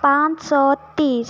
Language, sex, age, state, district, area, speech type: Hindi, female, 18-30, Madhya Pradesh, Betul, rural, spontaneous